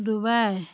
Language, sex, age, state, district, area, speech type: Assamese, female, 45-60, Assam, Dhemaji, rural, spontaneous